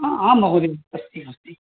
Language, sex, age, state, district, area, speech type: Sanskrit, male, 60+, Tamil Nadu, Coimbatore, urban, conversation